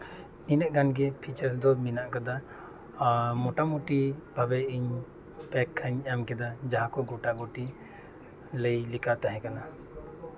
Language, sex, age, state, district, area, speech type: Santali, male, 30-45, West Bengal, Birbhum, rural, spontaneous